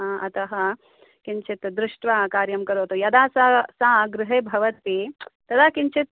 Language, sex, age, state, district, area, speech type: Sanskrit, female, 30-45, Karnataka, Bangalore Urban, urban, conversation